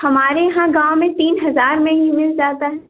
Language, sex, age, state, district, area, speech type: Hindi, female, 18-30, Uttar Pradesh, Jaunpur, urban, conversation